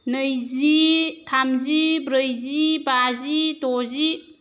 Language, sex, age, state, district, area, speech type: Bodo, female, 30-45, Assam, Kokrajhar, rural, spontaneous